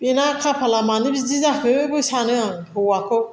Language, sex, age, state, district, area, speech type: Bodo, female, 60+, Assam, Chirang, rural, spontaneous